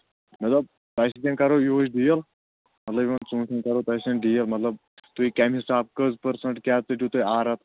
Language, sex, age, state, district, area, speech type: Kashmiri, male, 18-30, Jammu and Kashmir, Anantnag, rural, conversation